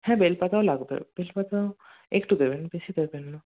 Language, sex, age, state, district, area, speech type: Bengali, male, 60+, West Bengal, Paschim Bardhaman, urban, conversation